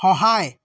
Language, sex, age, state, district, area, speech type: Assamese, male, 30-45, Assam, Sivasagar, rural, read